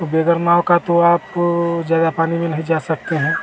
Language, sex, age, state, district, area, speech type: Hindi, male, 45-60, Bihar, Vaishali, urban, spontaneous